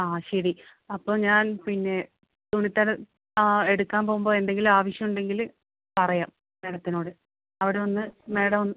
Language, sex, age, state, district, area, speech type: Malayalam, female, 18-30, Kerala, Kannur, rural, conversation